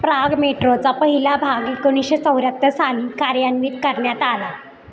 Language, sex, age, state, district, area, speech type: Marathi, female, 18-30, Maharashtra, Satara, urban, read